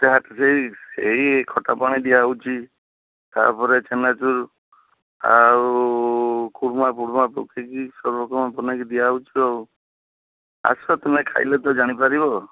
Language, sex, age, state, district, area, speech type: Odia, male, 45-60, Odisha, Balasore, rural, conversation